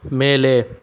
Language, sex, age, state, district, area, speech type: Kannada, male, 30-45, Karnataka, Chikkaballapur, rural, read